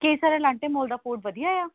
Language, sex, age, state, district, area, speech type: Punjabi, female, 18-30, Punjab, Mohali, rural, conversation